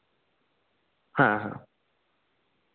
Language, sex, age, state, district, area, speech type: Santali, male, 18-30, West Bengal, Bankura, rural, conversation